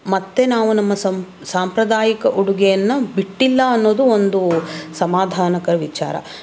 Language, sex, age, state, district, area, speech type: Kannada, female, 30-45, Karnataka, Davanagere, urban, spontaneous